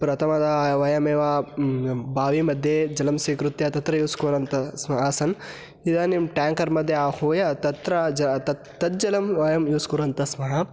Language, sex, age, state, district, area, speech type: Sanskrit, male, 18-30, Karnataka, Hassan, rural, spontaneous